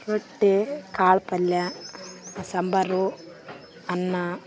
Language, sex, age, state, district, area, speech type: Kannada, female, 18-30, Karnataka, Vijayanagara, rural, spontaneous